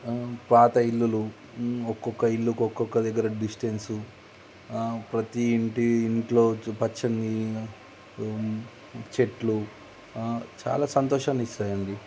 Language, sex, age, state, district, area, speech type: Telugu, male, 30-45, Telangana, Nizamabad, urban, spontaneous